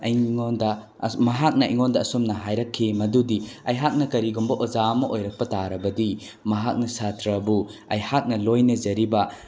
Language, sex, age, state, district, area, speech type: Manipuri, male, 18-30, Manipur, Bishnupur, rural, spontaneous